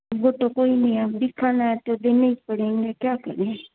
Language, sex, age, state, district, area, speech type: Hindi, female, 45-60, Rajasthan, Jodhpur, urban, conversation